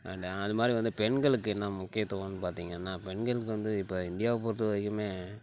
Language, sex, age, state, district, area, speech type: Tamil, male, 30-45, Tamil Nadu, Tiruchirappalli, rural, spontaneous